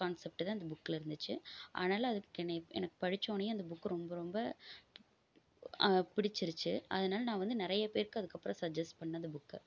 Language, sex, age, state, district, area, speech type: Tamil, female, 30-45, Tamil Nadu, Erode, rural, spontaneous